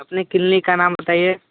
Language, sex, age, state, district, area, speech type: Hindi, male, 18-30, Uttar Pradesh, Sonbhadra, rural, conversation